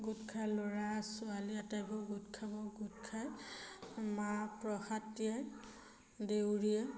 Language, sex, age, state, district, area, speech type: Assamese, female, 30-45, Assam, Majuli, urban, spontaneous